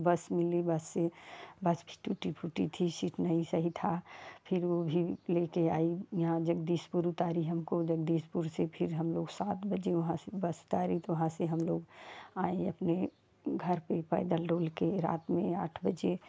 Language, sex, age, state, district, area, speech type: Hindi, female, 45-60, Uttar Pradesh, Jaunpur, rural, spontaneous